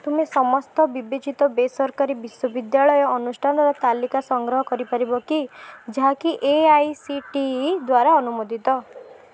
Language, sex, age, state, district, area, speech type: Odia, female, 18-30, Odisha, Puri, urban, read